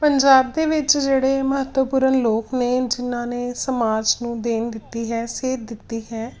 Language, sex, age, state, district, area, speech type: Punjabi, female, 45-60, Punjab, Tarn Taran, urban, spontaneous